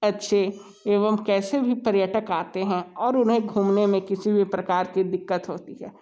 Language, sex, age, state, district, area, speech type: Hindi, male, 18-30, Uttar Pradesh, Sonbhadra, rural, spontaneous